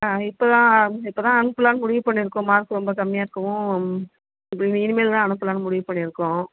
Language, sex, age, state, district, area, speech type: Tamil, female, 30-45, Tamil Nadu, Tiruchirappalli, rural, conversation